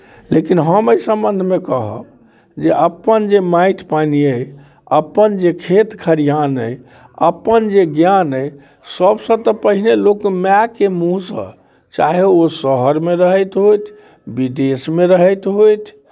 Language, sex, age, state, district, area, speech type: Maithili, male, 45-60, Bihar, Muzaffarpur, rural, spontaneous